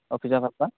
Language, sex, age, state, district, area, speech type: Assamese, male, 18-30, Assam, Sivasagar, rural, conversation